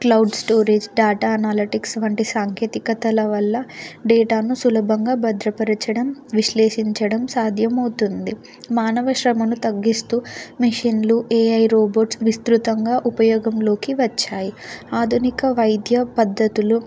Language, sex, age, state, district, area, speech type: Telugu, female, 18-30, Telangana, Ranga Reddy, urban, spontaneous